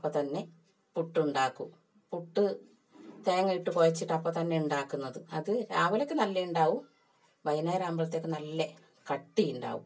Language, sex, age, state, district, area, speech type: Malayalam, female, 45-60, Kerala, Kasaragod, rural, spontaneous